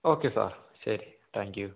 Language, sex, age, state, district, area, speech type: Malayalam, male, 18-30, Kerala, Wayanad, rural, conversation